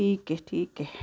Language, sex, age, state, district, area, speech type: Punjabi, female, 60+, Punjab, Fazilka, rural, spontaneous